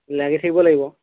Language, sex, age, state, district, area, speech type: Assamese, male, 30-45, Assam, Golaghat, urban, conversation